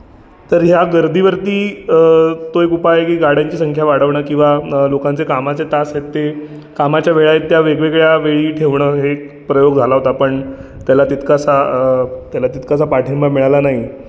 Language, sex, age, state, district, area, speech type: Marathi, male, 30-45, Maharashtra, Ratnagiri, urban, spontaneous